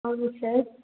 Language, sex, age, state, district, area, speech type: Telugu, female, 18-30, Andhra Pradesh, Chittoor, rural, conversation